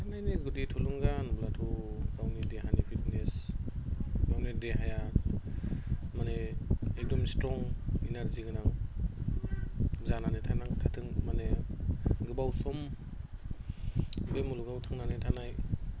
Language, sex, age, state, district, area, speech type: Bodo, male, 30-45, Assam, Goalpara, rural, spontaneous